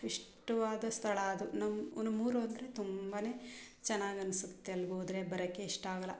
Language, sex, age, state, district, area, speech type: Kannada, female, 45-60, Karnataka, Mysore, rural, spontaneous